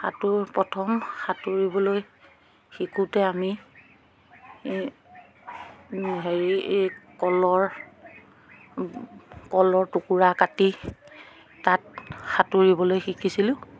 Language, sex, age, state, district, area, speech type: Assamese, female, 30-45, Assam, Lakhimpur, rural, spontaneous